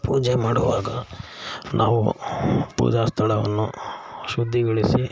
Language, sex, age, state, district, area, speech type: Kannada, male, 45-60, Karnataka, Mysore, rural, spontaneous